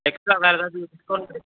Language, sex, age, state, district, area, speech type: Tamil, male, 18-30, Tamil Nadu, Tirunelveli, rural, conversation